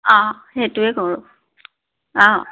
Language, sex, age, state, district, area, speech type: Assamese, female, 45-60, Assam, Dibrugarh, rural, conversation